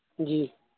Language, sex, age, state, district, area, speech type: Urdu, male, 30-45, Bihar, Khagaria, rural, conversation